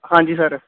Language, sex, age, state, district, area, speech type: Punjabi, male, 45-60, Punjab, Gurdaspur, rural, conversation